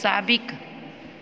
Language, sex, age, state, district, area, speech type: Sindhi, female, 45-60, Gujarat, Junagadh, urban, read